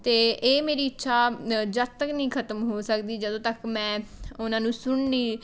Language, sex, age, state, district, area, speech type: Punjabi, female, 18-30, Punjab, Mohali, rural, spontaneous